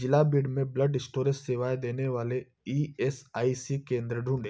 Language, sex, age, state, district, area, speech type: Hindi, male, 30-45, Madhya Pradesh, Ujjain, urban, read